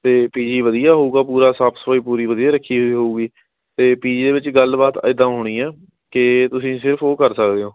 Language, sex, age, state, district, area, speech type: Punjabi, male, 18-30, Punjab, Patiala, urban, conversation